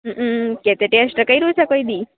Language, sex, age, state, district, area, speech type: Gujarati, female, 18-30, Gujarat, Rajkot, rural, conversation